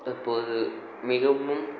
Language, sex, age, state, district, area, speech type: Tamil, male, 45-60, Tamil Nadu, Namakkal, rural, spontaneous